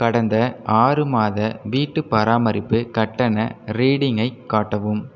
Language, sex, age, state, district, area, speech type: Tamil, male, 18-30, Tamil Nadu, Cuddalore, rural, read